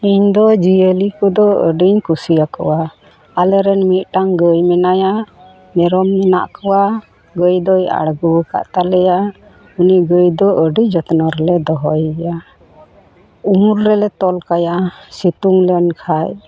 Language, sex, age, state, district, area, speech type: Santali, female, 45-60, West Bengal, Malda, rural, spontaneous